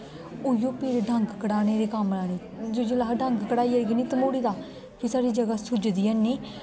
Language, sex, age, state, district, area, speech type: Dogri, female, 18-30, Jammu and Kashmir, Kathua, rural, spontaneous